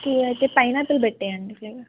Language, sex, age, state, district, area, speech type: Telugu, female, 18-30, Telangana, Sangareddy, urban, conversation